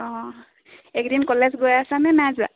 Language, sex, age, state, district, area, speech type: Assamese, female, 18-30, Assam, Lakhimpur, rural, conversation